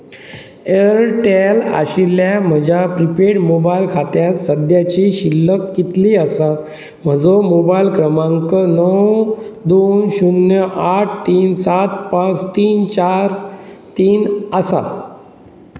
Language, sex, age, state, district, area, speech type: Goan Konkani, male, 45-60, Goa, Pernem, rural, read